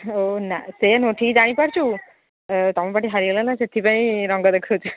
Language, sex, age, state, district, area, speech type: Odia, female, 60+, Odisha, Jharsuguda, rural, conversation